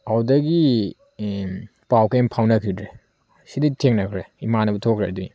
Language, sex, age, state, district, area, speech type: Manipuri, male, 30-45, Manipur, Tengnoupal, urban, spontaneous